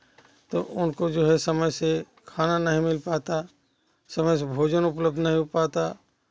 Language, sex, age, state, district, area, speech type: Hindi, male, 60+, Uttar Pradesh, Jaunpur, rural, spontaneous